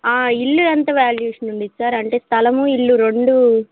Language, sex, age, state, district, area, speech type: Telugu, female, 18-30, Andhra Pradesh, Bapatla, urban, conversation